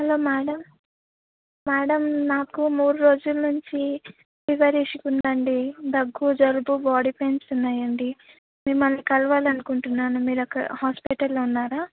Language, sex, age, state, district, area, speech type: Telugu, female, 18-30, Telangana, Vikarabad, rural, conversation